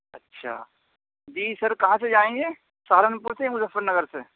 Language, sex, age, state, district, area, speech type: Urdu, male, 18-30, Uttar Pradesh, Saharanpur, urban, conversation